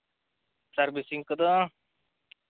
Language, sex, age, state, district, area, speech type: Santali, male, 18-30, Jharkhand, East Singhbhum, rural, conversation